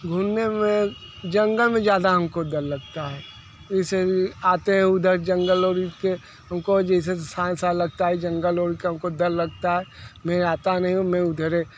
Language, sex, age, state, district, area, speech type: Hindi, male, 60+, Uttar Pradesh, Mirzapur, urban, spontaneous